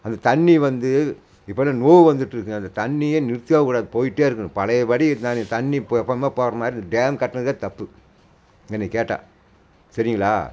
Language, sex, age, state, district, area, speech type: Tamil, male, 45-60, Tamil Nadu, Coimbatore, rural, spontaneous